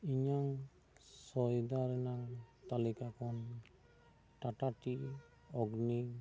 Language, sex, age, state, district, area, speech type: Santali, male, 30-45, West Bengal, Bankura, rural, read